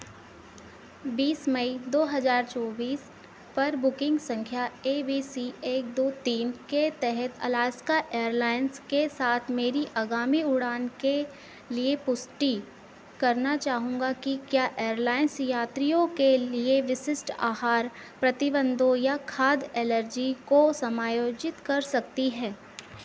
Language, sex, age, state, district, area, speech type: Hindi, female, 45-60, Madhya Pradesh, Harda, urban, read